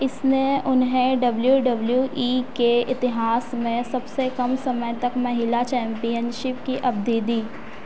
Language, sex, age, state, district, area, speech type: Hindi, female, 30-45, Madhya Pradesh, Harda, urban, read